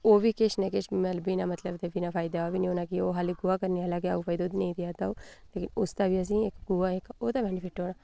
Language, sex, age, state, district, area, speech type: Dogri, female, 30-45, Jammu and Kashmir, Udhampur, rural, spontaneous